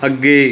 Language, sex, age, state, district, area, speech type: Punjabi, male, 30-45, Punjab, Mohali, rural, read